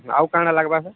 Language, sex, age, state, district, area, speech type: Odia, male, 45-60, Odisha, Nuapada, urban, conversation